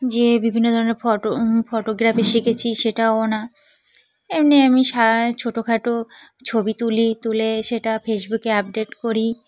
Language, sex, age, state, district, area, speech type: Bengali, female, 30-45, West Bengal, Cooch Behar, urban, spontaneous